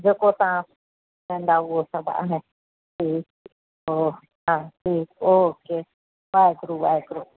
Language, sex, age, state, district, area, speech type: Sindhi, female, 45-60, Uttar Pradesh, Lucknow, rural, conversation